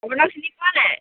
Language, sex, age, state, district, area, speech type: Assamese, female, 45-60, Assam, Sivasagar, rural, conversation